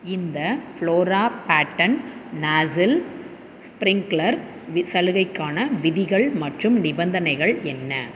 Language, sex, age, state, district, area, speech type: Tamil, female, 30-45, Tamil Nadu, Tiruppur, urban, read